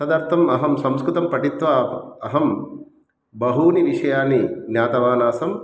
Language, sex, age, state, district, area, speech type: Sanskrit, male, 30-45, Telangana, Hyderabad, urban, spontaneous